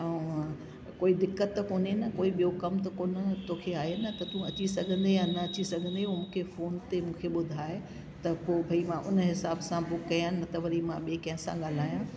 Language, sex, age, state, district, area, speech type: Sindhi, female, 60+, Delhi, South Delhi, urban, spontaneous